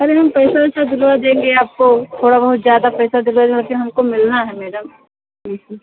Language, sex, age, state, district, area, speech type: Hindi, female, 45-60, Uttar Pradesh, Ayodhya, rural, conversation